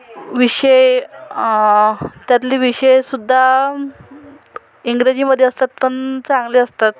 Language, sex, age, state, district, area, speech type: Marathi, female, 45-60, Maharashtra, Amravati, rural, spontaneous